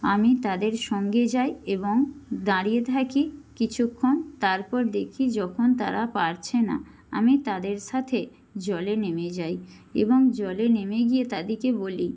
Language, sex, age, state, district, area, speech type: Bengali, female, 45-60, West Bengal, Jhargram, rural, spontaneous